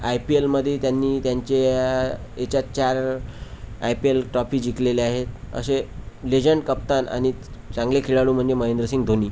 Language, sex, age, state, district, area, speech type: Marathi, male, 30-45, Maharashtra, Amravati, rural, spontaneous